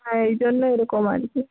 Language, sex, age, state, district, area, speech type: Bengali, female, 30-45, West Bengal, Bankura, urban, conversation